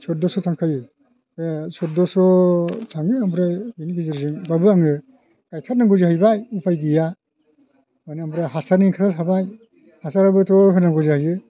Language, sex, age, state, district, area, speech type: Bodo, male, 60+, Assam, Kokrajhar, urban, spontaneous